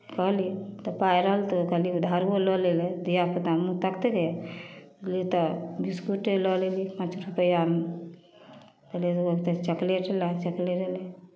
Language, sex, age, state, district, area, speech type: Maithili, female, 45-60, Bihar, Samastipur, rural, spontaneous